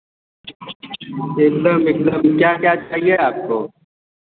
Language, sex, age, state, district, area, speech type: Hindi, male, 18-30, Uttar Pradesh, Azamgarh, rural, conversation